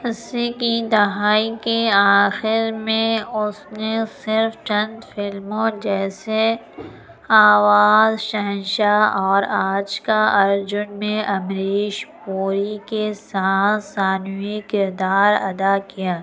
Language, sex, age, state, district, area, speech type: Urdu, female, 60+, Uttar Pradesh, Lucknow, urban, read